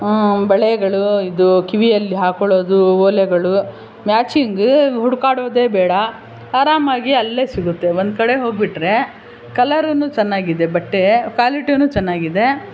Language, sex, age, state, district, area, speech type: Kannada, female, 60+, Karnataka, Bangalore Urban, urban, spontaneous